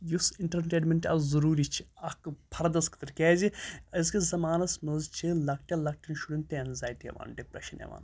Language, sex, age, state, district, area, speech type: Kashmiri, female, 18-30, Jammu and Kashmir, Kupwara, rural, spontaneous